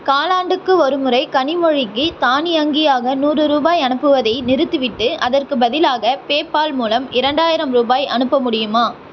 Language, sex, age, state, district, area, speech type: Tamil, female, 18-30, Tamil Nadu, Tiruvannamalai, urban, read